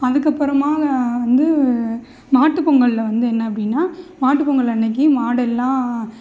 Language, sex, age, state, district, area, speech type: Tamil, female, 18-30, Tamil Nadu, Sivaganga, rural, spontaneous